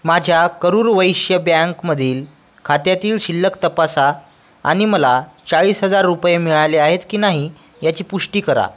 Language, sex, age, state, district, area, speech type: Marathi, male, 18-30, Maharashtra, Washim, rural, read